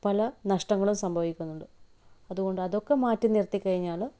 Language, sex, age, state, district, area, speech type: Malayalam, female, 30-45, Kerala, Kannur, rural, spontaneous